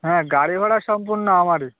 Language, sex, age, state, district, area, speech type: Bengali, male, 18-30, West Bengal, Birbhum, urban, conversation